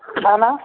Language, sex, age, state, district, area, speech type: Odia, male, 45-60, Odisha, Nabarangpur, rural, conversation